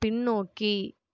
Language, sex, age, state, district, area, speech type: Tamil, female, 18-30, Tamil Nadu, Erode, rural, read